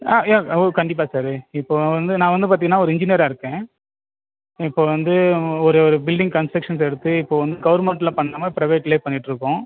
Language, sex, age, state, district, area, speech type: Tamil, male, 30-45, Tamil Nadu, Viluppuram, rural, conversation